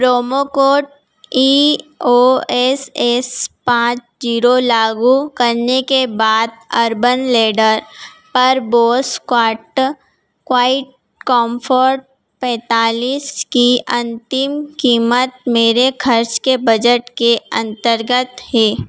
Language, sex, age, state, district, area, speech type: Hindi, female, 18-30, Madhya Pradesh, Harda, urban, read